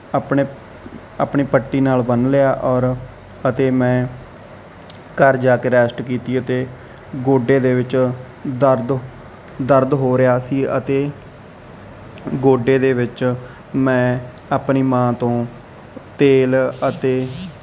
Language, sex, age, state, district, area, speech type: Punjabi, male, 18-30, Punjab, Mansa, urban, spontaneous